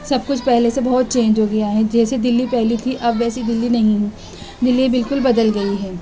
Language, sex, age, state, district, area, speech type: Urdu, female, 30-45, Delhi, East Delhi, urban, spontaneous